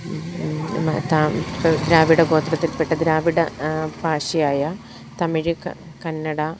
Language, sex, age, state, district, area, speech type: Malayalam, female, 30-45, Kerala, Kollam, rural, spontaneous